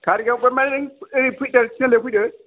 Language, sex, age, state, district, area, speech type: Bodo, male, 60+, Assam, Kokrajhar, rural, conversation